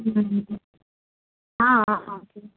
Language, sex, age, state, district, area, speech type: Tamil, female, 30-45, Tamil Nadu, Tirupattur, rural, conversation